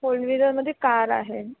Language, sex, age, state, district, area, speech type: Marathi, female, 30-45, Maharashtra, Wardha, rural, conversation